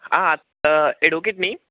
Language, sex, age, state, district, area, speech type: Goan Konkani, male, 18-30, Goa, Quepem, rural, conversation